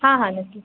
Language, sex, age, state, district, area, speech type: Marathi, female, 18-30, Maharashtra, Satara, urban, conversation